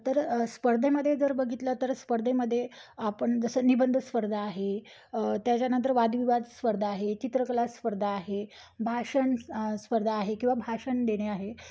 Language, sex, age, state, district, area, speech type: Marathi, female, 30-45, Maharashtra, Amravati, rural, spontaneous